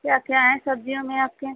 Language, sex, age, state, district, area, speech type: Hindi, female, 30-45, Uttar Pradesh, Mau, rural, conversation